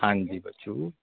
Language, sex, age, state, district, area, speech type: Dogri, male, 45-60, Jammu and Kashmir, Kathua, urban, conversation